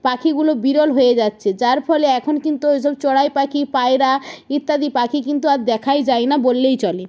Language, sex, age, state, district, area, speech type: Bengali, female, 45-60, West Bengal, Jalpaiguri, rural, spontaneous